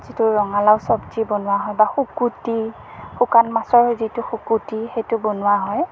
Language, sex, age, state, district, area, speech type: Assamese, female, 30-45, Assam, Morigaon, rural, spontaneous